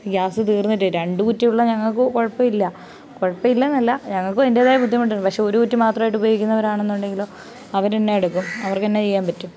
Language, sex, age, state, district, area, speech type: Malayalam, female, 18-30, Kerala, Pathanamthitta, rural, spontaneous